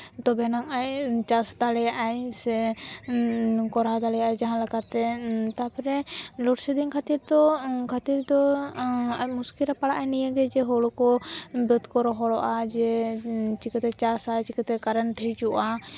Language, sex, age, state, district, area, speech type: Santali, female, 18-30, West Bengal, Jhargram, rural, spontaneous